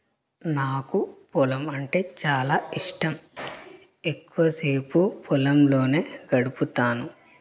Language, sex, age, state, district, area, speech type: Telugu, male, 18-30, Telangana, Karimnagar, rural, spontaneous